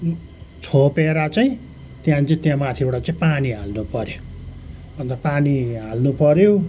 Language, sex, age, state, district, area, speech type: Nepali, male, 60+, West Bengal, Kalimpong, rural, spontaneous